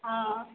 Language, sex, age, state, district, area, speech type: Odia, female, 18-30, Odisha, Balangir, urban, conversation